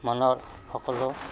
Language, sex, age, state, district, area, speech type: Assamese, male, 60+, Assam, Udalguri, rural, spontaneous